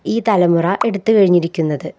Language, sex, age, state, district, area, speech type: Malayalam, female, 18-30, Kerala, Palakkad, rural, spontaneous